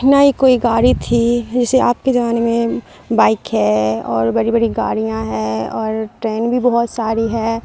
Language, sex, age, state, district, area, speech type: Urdu, female, 30-45, Bihar, Supaul, rural, spontaneous